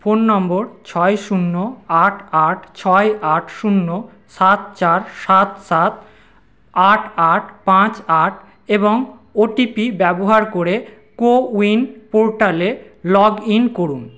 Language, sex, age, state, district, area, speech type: Bengali, male, 30-45, West Bengal, Paschim Bardhaman, urban, read